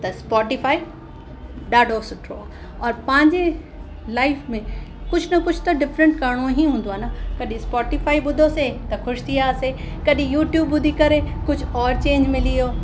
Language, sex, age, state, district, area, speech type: Sindhi, female, 30-45, Uttar Pradesh, Lucknow, urban, spontaneous